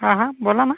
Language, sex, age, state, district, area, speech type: Marathi, female, 30-45, Maharashtra, Washim, rural, conversation